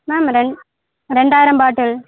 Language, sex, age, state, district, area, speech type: Tamil, female, 45-60, Tamil Nadu, Tiruchirappalli, rural, conversation